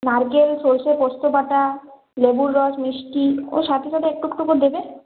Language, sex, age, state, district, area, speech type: Bengali, female, 18-30, West Bengal, Purulia, rural, conversation